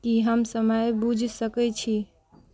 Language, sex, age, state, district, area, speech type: Maithili, female, 30-45, Bihar, Sitamarhi, rural, read